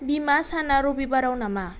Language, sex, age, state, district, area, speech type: Bodo, female, 18-30, Assam, Kokrajhar, rural, read